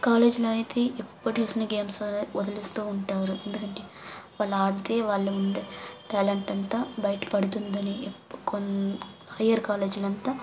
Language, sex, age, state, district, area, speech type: Telugu, female, 18-30, Andhra Pradesh, Sri Balaji, rural, spontaneous